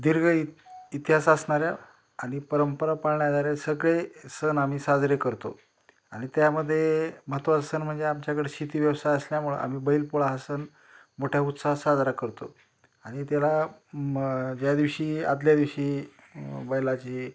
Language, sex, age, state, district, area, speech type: Marathi, male, 45-60, Maharashtra, Osmanabad, rural, spontaneous